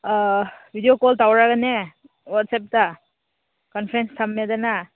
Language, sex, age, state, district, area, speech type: Manipuri, female, 18-30, Manipur, Senapati, rural, conversation